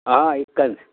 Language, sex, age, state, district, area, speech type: Kannada, male, 60+, Karnataka, Bidar, rural, conversation